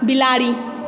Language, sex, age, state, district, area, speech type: Maithili, female, 18-30, Bihar, Darbhanga, rural, read